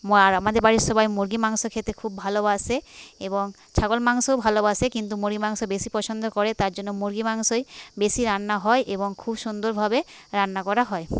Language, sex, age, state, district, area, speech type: Bengali, female, 30-45, West Bengal, Paschim Medinipur, rural, spontaneous